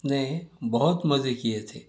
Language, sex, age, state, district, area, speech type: Urdu, male, 60+, Telangana, Hyderabad, urban, spontaneous